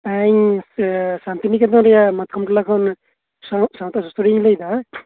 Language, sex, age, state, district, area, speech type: Santali, male, 18-30, West Bengal, Birbhum, rural, conversation